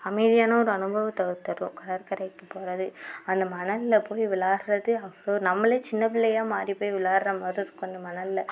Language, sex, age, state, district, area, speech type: Tamil, female, 45-60, Tamil Nadu, Mayiladuthurai, rural, spontaneous